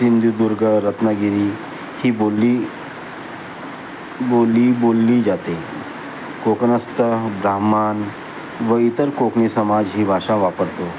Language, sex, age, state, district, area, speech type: Marathi, male, 45-60, Maharashtra, Nagpur, urban, spontaneous